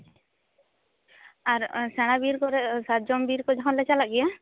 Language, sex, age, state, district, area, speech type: Santali, female, 18-30, West Bengal, Jhargram, rural, conversation